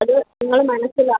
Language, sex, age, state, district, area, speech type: Malayalam, female, 18-30, Kerala, Thiruvananthapuram, urban, conversation